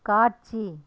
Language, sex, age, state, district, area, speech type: Tamil, female, 60+, Tamil Nadu, Erode, rural, read